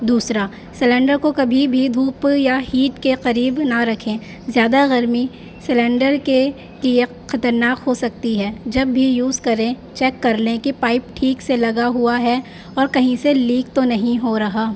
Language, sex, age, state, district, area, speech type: Urdu, female, 18-30, Delhi, North East Delhi, urban, spontaneous